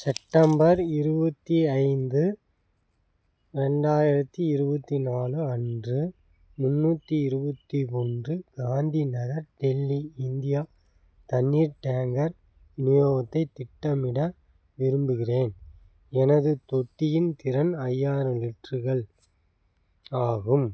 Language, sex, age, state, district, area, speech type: Tamil, male, 45-60, Tamil Nadu, Madurai, urban, read